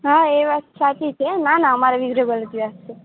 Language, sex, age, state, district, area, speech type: Gujarati, female, 30-45, Gujarat, Morbi, rural, conversation